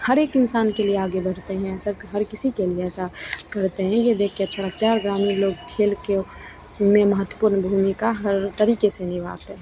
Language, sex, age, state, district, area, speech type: Hindi, female, 18-30, Bihar, Begusarai, rural, spontaneous